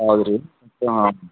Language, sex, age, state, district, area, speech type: Kannada, male, 45-60, Karnataka, Gulbarga, urban, conversation